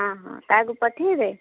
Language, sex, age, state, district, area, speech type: Odia, female, 45-60, Odisha, Gajapati, rural, conversation